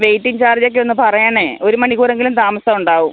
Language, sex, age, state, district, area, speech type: Malayalam, female, 60+, Kerala, Alappuzha, rural, conversation